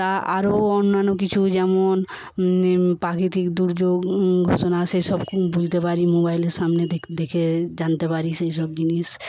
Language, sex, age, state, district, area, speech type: Bengali, female, 60+, West Bengal, Paschim Medinipur, rural, spontaneous